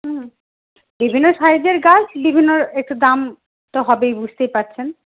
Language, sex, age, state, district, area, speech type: Bengali, female, 45-60, West Bengal, Malda, rural, conversation